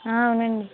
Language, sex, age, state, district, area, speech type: Telugu, male, 45-60, Andhra Pradesh, West Godavari, rural, conversation